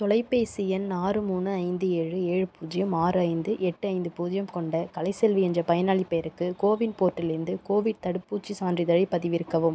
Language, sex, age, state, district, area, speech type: Tamil, female, 18-30, Tamil Nadu, Cuddalore, urban, read